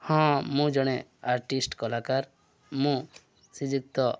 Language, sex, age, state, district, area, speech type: Odia, male, 45-60, Odisha, Nuapada, rural, spontaneous